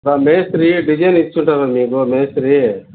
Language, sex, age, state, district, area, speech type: Telugu, male, 60+, Andhra Pradesh, Nellore, rural, conversation